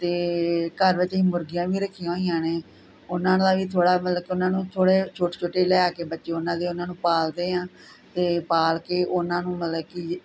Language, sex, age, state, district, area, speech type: Punjabi, female, 45-60, Punjab, Gurdaspur, rural, spontaneous